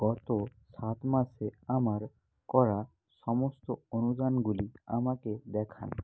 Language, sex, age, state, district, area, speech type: Bengali, male, 18-30, West Bengal, Purba Medinipur, rural, read